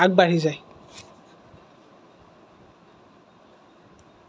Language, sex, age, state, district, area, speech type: Assamese, male, 30-45, Assam, Kamrup Metropolitan, urban, spontaneous